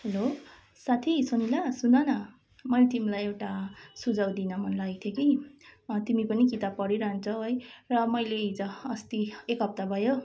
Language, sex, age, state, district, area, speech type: Nepali, female, 18-30, West Bengal, Darjeeling, rural, spontaneous